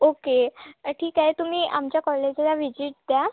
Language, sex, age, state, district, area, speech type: Marathi, female, 18-30, Maharashtra, Wardha, urban, conversation